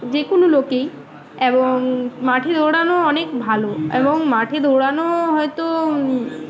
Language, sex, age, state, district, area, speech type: Bengali, female, 18-30, West Bengal, Uttar Dinajpur, urban, spontaneous